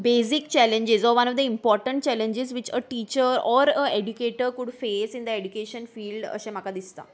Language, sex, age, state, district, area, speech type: Goan Konkani, female, 30-45, Goa, Salcete, urban, spontaneous